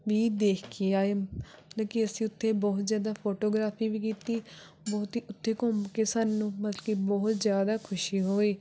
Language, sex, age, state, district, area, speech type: Punjabi, female, 18-30, Punjab, Rupnagar, rural, spontaneous